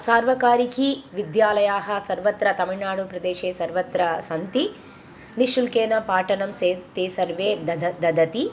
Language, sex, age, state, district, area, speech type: Sanskrit, female, 30-45, Tamil Nadu, Chennai, urban, spontaneous